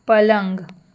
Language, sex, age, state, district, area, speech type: Gujarati, female, 18-30, Gujarat, Anand, urban, read